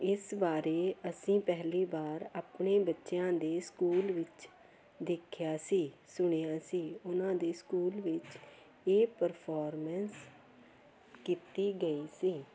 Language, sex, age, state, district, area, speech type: Punjabi, female, 45-60, Punjab, Jalandhar, urban, spontaneous